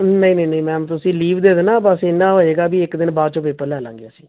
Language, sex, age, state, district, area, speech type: Punjabi, male, 30-45, Punjab, Tarn Taran, urban, conversation